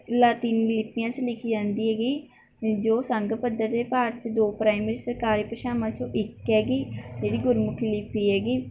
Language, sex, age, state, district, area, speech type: Punjabi, female, 18-30, Punjab, Mansa, rural, spontaneous